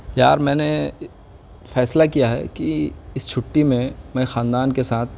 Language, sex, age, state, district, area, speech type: Urdu, male, 18-30, Uttar Pradesh, Siddharthnagar, rural, spontaneous